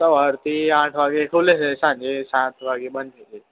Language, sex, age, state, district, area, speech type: Gujarati, male, 18-30, Gujarat, Aravalli, urban, conversation